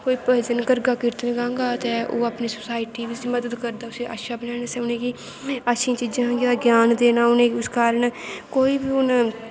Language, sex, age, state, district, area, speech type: Dogri, female, 18-30, Jammu and Kashmir, Kathua, rural, spontaneous